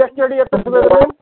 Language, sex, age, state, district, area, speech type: Kannada, male, 60+, Karnataka, Koppal, rural, conversation